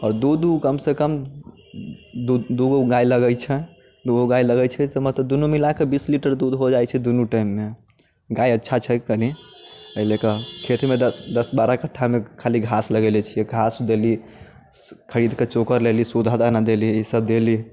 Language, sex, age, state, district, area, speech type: Maithili, male, 30-45, Bihar, Muzaffarpur, rural, spontaneous